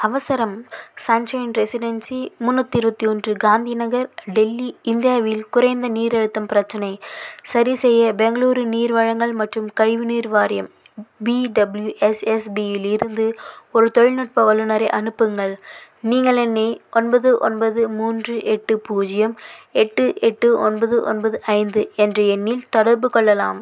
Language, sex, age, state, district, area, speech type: Tamil, female, 18-30, Tamil Nadu, Vellore, urban, read